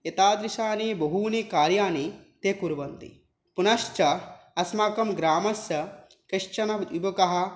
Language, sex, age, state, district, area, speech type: Sanskrit, male, 18-30, West Bengal, Dakshin Dinajpur, rural, spontaneous